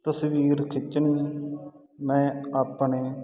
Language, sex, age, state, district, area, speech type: Punjabi, male, 30-45, Punjab, Sangrur, rural, spontaneous